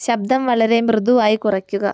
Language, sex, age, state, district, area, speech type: Malayalam, female, 18-30, Kerala, Wayanad, rural, read